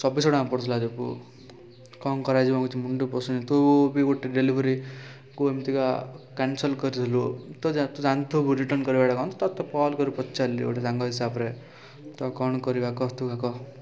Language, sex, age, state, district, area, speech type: Odia, male, 18-30, Odisha, Rayagada, urban, spontaneous